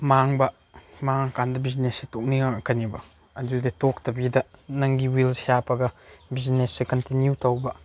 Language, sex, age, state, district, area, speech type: Manipuri, male, 18-30, Manipur, Chandel, rural, spontaneous